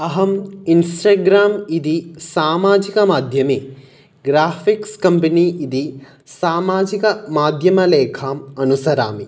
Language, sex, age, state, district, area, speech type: Sanskrit, male, 18-30, Kerala, Kottayam, urban, spontaneous